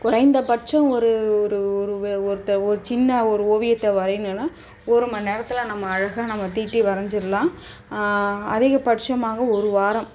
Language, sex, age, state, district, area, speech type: Tamil, female, 45-60, Tamil Nadu, Chennai, urban, spontaneous